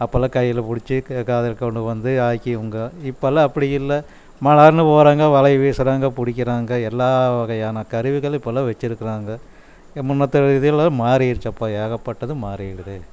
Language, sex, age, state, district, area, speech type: Tamil, male, 60+, Tamil Nadu, Coimbatore, rural, spontaneous